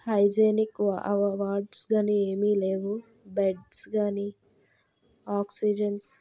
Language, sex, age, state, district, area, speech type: Telugu, female, 30-45, Andhra Pradesh, Vizianagaram, rural, spontaneous